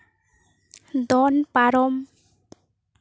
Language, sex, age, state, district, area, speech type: Santali, female, 18-30, West Bengal, Bankura, rural, read